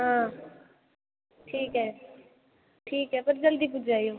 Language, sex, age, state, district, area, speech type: Dogri, female, 18-30, Jammu and Kashmir, Kathua, rural, conversation